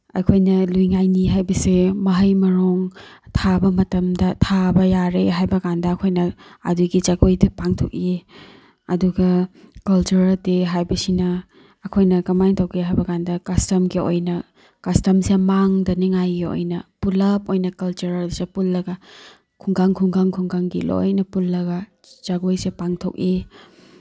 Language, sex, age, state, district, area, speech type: Manipuri, female, 30-45, Manipur, Tengnoupal, rural, spontaneous